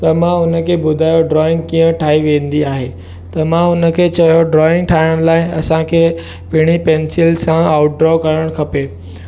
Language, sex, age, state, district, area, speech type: Sindhi, male, 18-30, Maharashtra, Mumbai Suburban, urban, spontaneous